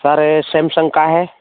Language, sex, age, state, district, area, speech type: Hindi, male, 18-30, Rajasthan, Bharatpur, rural, conversation